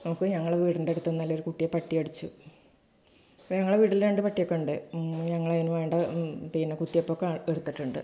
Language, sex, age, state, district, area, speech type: Malayalam, female, 45-60, Kerala, Malappuram, rural, spontaneous